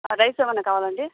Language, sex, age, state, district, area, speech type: Telugu, female, 30-45, Andhra Pradesh, Sri Balaji, rural, conversation